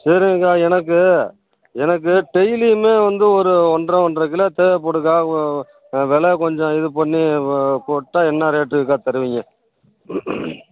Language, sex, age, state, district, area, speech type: Tamil, male, 60+, Tamil Nadu, Pudukkottai, rural, conversation